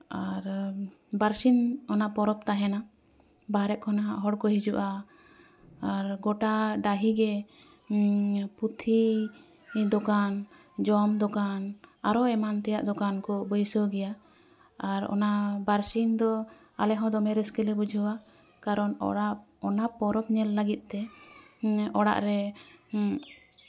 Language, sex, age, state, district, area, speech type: Santali, female, 30-45, West Bengal, Jhargram, rural, spontaneous